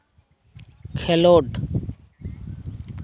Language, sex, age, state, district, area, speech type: Santali, male, 45-60, West Bengal, Purulia, rural, read